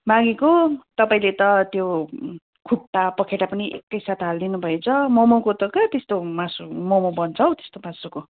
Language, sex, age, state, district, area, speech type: Nepali, female, 30-45, West Bengal, Kalimpong, rural, conversation